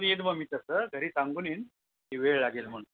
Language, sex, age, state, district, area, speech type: Marathi, male, 60+, Maharashtra, Thane, urban, conversation